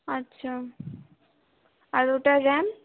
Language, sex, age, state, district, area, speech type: Bengali, female, 18-30, West Bengal, Paschim Bardhaman, urban, conversation